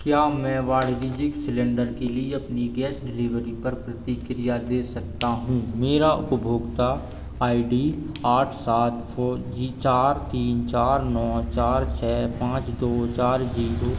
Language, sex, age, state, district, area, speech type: Hindi, male, 18-30, Madhya Pradesh, Seoni, urban, read